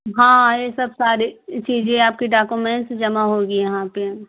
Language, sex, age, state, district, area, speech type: Hindi, female, 30-45, Uttar Pradesh, Prayagraj, rural, conversation